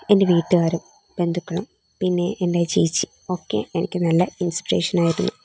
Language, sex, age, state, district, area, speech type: Malayalam, female, 18-30, Kerala, Thiruvananthapuram, rural, spontaneous